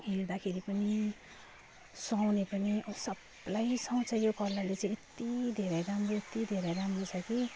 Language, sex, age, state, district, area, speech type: Nepali, female, 30-45, West Bengal, Jalpaiguri, rural, spontaneous